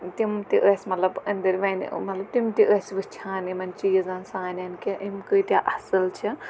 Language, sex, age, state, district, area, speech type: Kashmiri, female, 30-45, Jammu and Kashmir, Kulgam, rural, spontaneous